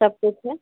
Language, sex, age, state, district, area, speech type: Hindi, female, 60+, Uttar Pradesh, Azamgarh, urban, conversation